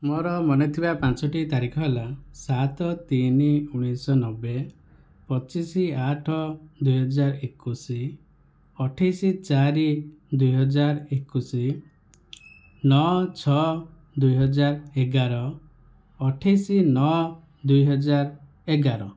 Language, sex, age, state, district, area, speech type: Odia, male, 30-45, Odisha, Kandhamal, rural, spontaneous